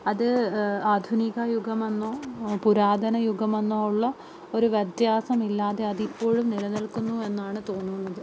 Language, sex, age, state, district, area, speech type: Malayalam, female, 30-45, Kerala, Palakkad, rural, spontaneous